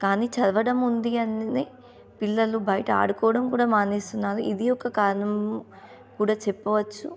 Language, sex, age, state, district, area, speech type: Telugu, female, 18-30, Telangana, Nizamabad, urban, spontaneous